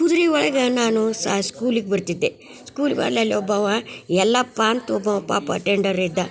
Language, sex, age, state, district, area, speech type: Kannada, female, 60+, Karnataka, Gadag, rural, spontaneous